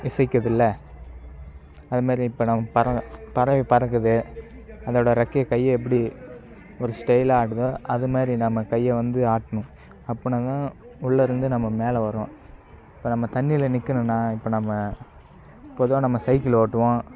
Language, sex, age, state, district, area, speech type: Tamil, male, 18-30, Tamil Nadu, Kallakurichi, rural, spontaneous